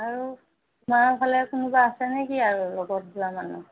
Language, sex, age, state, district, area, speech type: Assamese, female, 45-60, Assam, Golaghat, urban, conversation